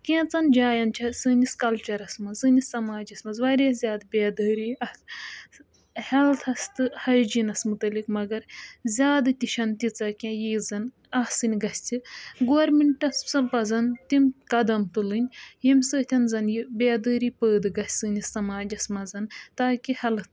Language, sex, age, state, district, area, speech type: Kashmiri, female, 18-30, Jammu and Kashmir, Budgam, rural, spontaneous